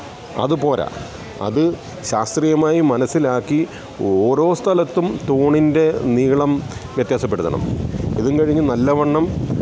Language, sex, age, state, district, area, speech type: Malayalam, male, 45-60, Kerala, Alappuzha, rural, spontaneous